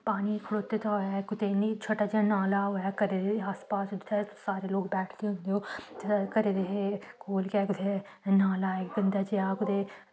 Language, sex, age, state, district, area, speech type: Dogri, female, 18-30, Jammu and Kashmir, Samba, rural, spontaneous